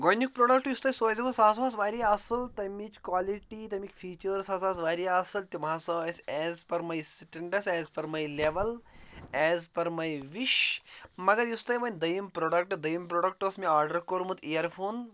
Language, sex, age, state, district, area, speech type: Kashmiri, male, 18-30, Jammu and Kashmir, Pulwama, urban, spontaneous